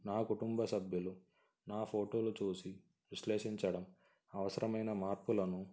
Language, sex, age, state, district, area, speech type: Telugu, male, 18-30, Andhra Pradesh, Sri Satya Sai, urban, spontaneous